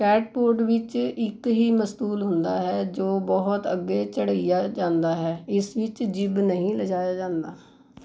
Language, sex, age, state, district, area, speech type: Punjabi, female, 45-60, Punjab, Mohali, urban, read